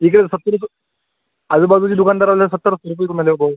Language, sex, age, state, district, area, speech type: Marathi, male, 30-45, Maharashtra, Amravati, rural, conversation